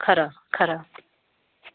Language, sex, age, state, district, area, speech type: Dogri, female, 30-45, Jammu and Kashmir, Samba, rural, conversation